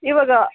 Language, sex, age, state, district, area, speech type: Kannada, female, 30-45, Karnataka, Bellary, rural, conversation